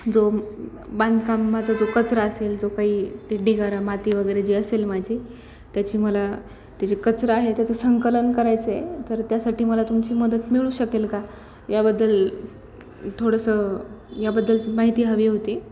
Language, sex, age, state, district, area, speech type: Marathi, female, 18-30, Maharashtra, Nanded, rural, spontaneous